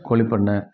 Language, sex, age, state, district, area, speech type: Tamil, male, 60+, Tamil Nadu, Krishnagiri, rural, spontaneous